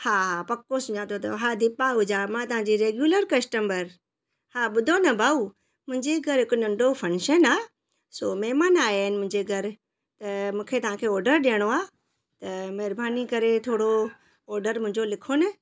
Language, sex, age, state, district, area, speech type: Sindhi, female, 45-60, Gujarat, Surat, urban, spontaneous